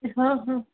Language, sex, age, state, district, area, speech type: Gujarati, female, 30-45, Gujarat, Rajkot, urban, conversation